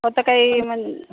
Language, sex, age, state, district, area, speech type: Marathi, female, 45-60, Maharashtra, Nagpur, urban, conversation